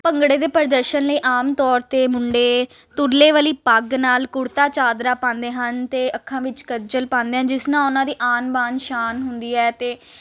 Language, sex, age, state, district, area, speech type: Punjabi, female, 18-30, Punjab, Ludhiana, urban, spontaneous